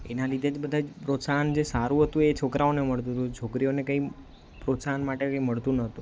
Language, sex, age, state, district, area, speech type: Gujarati, male, 18-30, Gujarat, Valsad, urban, spontaneous